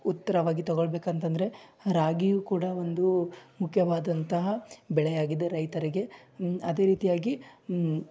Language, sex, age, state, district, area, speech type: Kannada, male, 18-30, Karnataka, Koppal, urban, spontaneous